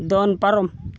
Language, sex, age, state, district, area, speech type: Santali, male, 18-30, Jharkhand, Seraikela Kharsawan, rural, read